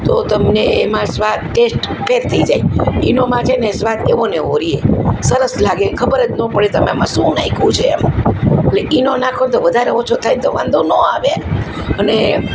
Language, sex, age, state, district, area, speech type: Gujarati, male, 60+, Gujarat, Rajkot, urban, spontaneous